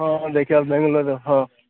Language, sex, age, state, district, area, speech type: Odia, male, 30-45, Odisha, Sambalpur, rural, conversation